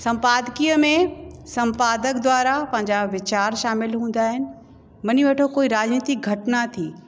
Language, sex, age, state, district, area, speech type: Sindhi, female, 45-60, Uttar Pradesh, Lucknow, urban, spontaneous